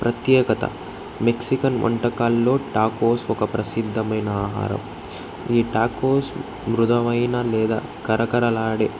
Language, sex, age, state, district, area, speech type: Telugu, male, 18-30, Andhra Pradesh, Krishna, urban, spontaneous